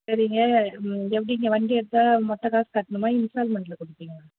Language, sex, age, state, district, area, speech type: Tamil, female, 45-60, Tamil Nadu, Viluppuram, urban, conversation